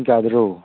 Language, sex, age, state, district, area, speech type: Manipuri, male, 18-30, Manipur, Chandel, rural, conversation